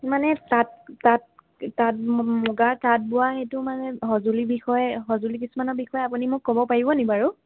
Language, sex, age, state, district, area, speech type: Assamese, female, 18-30, Assam, Lakhimpur, urban, conversation